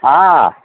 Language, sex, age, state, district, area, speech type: Odia, male, 60+, Odisha, Gajapati, rural, conversation